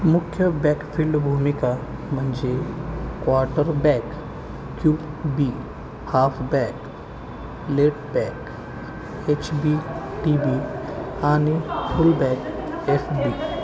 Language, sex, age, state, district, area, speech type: Marathi, male, 18-30, Maharashtra, Kolhapur, urban, read